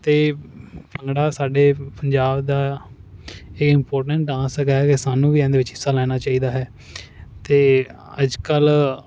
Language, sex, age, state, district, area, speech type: Punjabi, male, 18-30, Punjab, Fazilka, rural, spontaneous